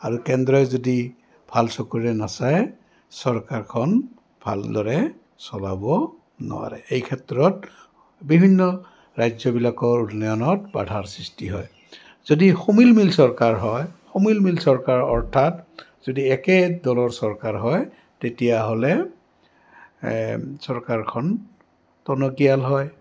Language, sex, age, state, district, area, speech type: Assamese, male, 60+, Assam, Goalpara, urban, spontaneous